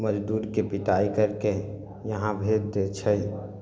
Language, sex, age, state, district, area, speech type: Maithili, male, 18-30, Bihar, Samastipur, rural, spontaneous